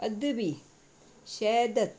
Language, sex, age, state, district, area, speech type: Sindhi, female, 60+, Rajasthan, Ajmer, urban, spontaneous